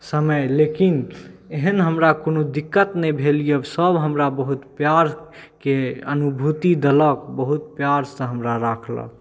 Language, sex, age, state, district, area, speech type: Maithili, male, 18-30, Bihar, Saharsa, rural, spontaneous